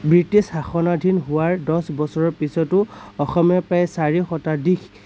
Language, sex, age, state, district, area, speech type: Assamese, male, 30-45, Assam, Kamrup Metropolitan, urban, spontaneous